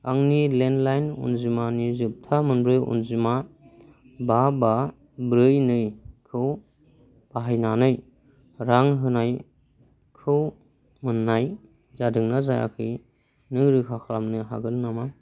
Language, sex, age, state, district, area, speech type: Bodo, male, 18-30, Assam, Kokrajhar, rural, read